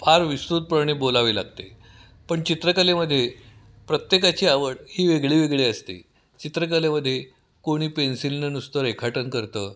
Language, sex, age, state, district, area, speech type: Marathi, male, 60+, Maharashtra, Kolhapur, urban, spontaneous